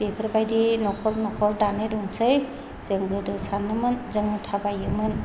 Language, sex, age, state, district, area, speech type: Bodo, female, 45-60, Assam, Chirang, rural, spontaneous